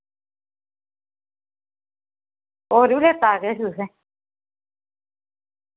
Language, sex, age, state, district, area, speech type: Dogri, female, 30-45, Jammu and Kashmir, Reasi, rural, conversation